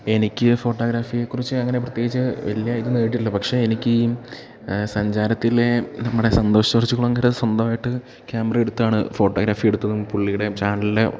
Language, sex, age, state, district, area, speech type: Malayalam, male, 18-30, Kerala, Idukki, rural, spontaneous